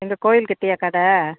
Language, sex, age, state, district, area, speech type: Tamil, female, 60+, Tamil Nadu, Tiruvannamalai, rural, conversation